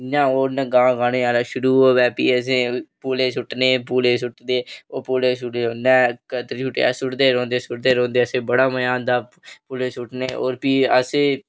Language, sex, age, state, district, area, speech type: Dogri, male, 18-30, Jammu and Kashmir, Reasi, rural, spontaneous